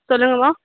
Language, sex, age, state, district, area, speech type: Tamil, female, 18-30, Tamil Nadu, Vellore, urban, conversation